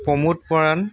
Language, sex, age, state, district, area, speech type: Assamese, male, 30-45, Assam, Tinsukia, rural, spontaneous